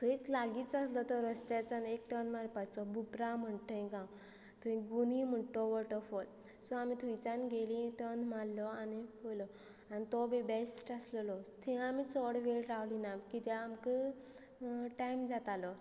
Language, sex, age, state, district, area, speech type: Goan Konkani, female, 30-45, Goa, Quepem, rural, spontaneous